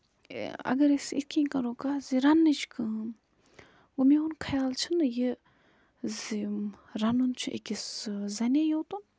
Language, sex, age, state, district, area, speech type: Kashmiri, female, 30-45, Jammu and Kashmir, Budgam, rural, spontaneous